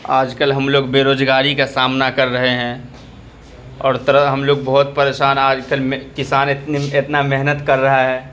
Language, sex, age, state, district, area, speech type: Urdu, male, 30-45, Delhi, Central Delhi, urban, spontaneous